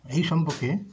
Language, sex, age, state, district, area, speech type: Bengali, male, 60+, West Bengal, Darjeeling, rural, spontaneous